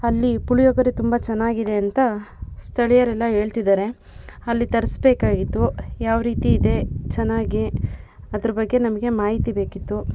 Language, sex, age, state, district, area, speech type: Kannada, female, 30-45, Karnataka, Mandya, rural, spontaneous